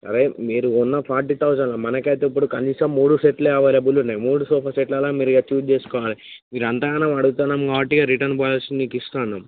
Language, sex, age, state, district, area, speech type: Telugu, male, 18-30, Telangana, Mancherial, rural, conversation